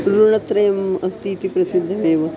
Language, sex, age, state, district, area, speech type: Sanskrit, female, 60+, Maharashtra, Nagpur, urban, spontaneous